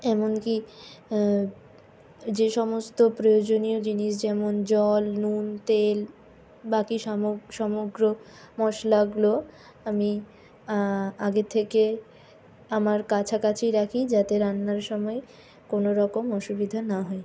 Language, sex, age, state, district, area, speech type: Bengali, female, 60+, West Bengal, Purulia, urban, spontaneous